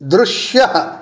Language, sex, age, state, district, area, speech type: Sanskrit, male, 60+, Karnataka, Dakshina Kannada, urban, read